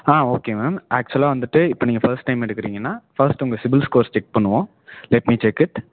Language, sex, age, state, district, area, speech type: Tamil, male, 18-30, Tamil Nadu, Salem, rural, conversation